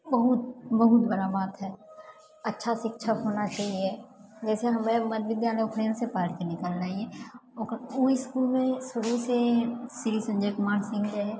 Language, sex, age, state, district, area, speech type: Maithili, female, 18-30, Bihar, Purnia, rural, spontaneous